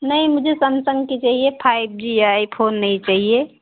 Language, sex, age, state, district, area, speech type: Hindi, female, 45-60, Uttar Pradesh, Ayodhya, rural, conversation